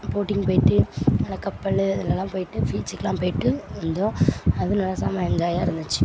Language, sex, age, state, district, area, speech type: Tamil, female, 18-30, Tamil Nadu, Thoothukudi, rural, spontaneous